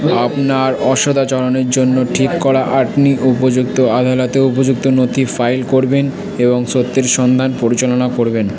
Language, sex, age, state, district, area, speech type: Bengali, male, 30-45, West Bengal, Purba Bardhaman, urban, read